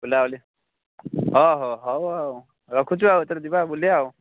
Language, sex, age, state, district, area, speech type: Odia, male, 18-30, Odisha, Jagatsinghpur, urban, conversation